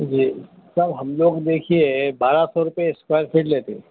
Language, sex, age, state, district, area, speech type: Urdu, male, 30-45, Telangana, Hyderabad, urban, conversation